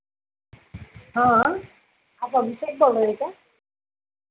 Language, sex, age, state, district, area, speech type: Hindi, female, 18-30, Madhya Pradesh, Harda, rural, conversation